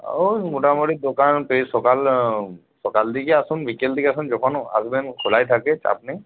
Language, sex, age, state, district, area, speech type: Bengali, male, 18-30, West Bengal, Uttar Dinajpur, urban, conversation